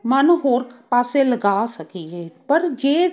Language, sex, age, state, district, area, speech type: Punjabi, female, 45-60, Punjab, Amritsar, urban, spontaneous